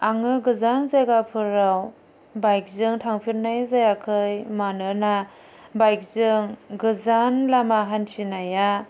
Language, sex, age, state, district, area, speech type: Bodo, female, 30-45, Assam, Chirang, rural, spontaneous